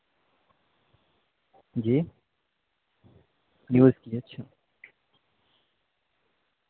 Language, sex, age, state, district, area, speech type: Urdu, male, 18-30, Delhi, North East Delhi, urban, conversation